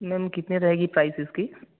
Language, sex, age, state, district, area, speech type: Hindi, male, 18-30, Madhya Pradesh, Ujjain, rural, conversation